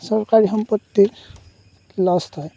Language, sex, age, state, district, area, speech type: Assamese, male, 18-30, Assam, Darrang, rural, spontaneous